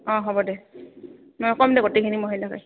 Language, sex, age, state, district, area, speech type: Assamese, female, 30-45, Assam, Goalpara, urban, conversation